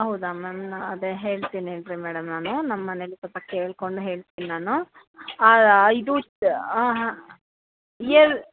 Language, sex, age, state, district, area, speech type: Kannada, female, 30-45, Karnataka, Bellary, rural, conversation